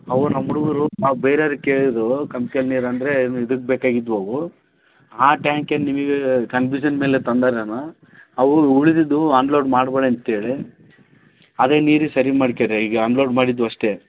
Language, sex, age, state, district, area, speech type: Kannada, male, 30-45, Karnataka, Raichur, rural, conversation